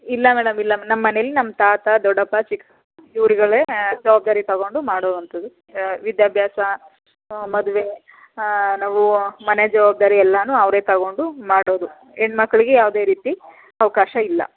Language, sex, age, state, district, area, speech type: Kannada, female, 30-45, Karnataka, Chamarajanagar, rural, conversation